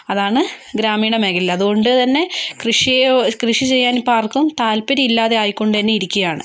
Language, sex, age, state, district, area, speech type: Malayalam, female, 18-30, Kerala, Wayanad, rural, spontaneous